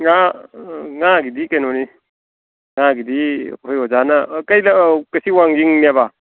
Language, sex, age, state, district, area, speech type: Manipuri, male, 60+, Manipur, Thoubal, rural, conversation